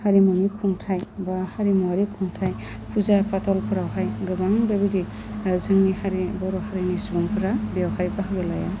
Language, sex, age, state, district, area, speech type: Bodo, female, 30-45, Assam, Udalguri, urban, spontaneous